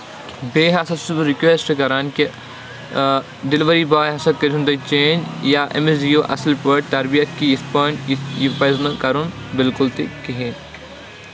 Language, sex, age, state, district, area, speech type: Kashmiri, male, 18-30, Jammu and Kashmir, Shopian, rural, spontaneous